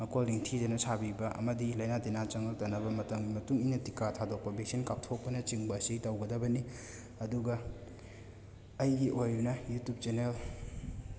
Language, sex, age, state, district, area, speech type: Manipuri, male, 30-45, Manipur, Imphal West, urban, spontaneous